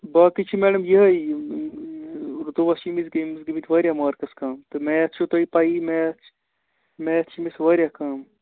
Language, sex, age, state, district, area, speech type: Kashmiri, male, 30-45, Jammu and Kashmir, Srinagar, urban, conversation